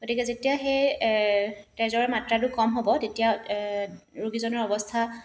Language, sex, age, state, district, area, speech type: Assamese, female, 30-45, Assam, Dibrugarh, urban, spontaneous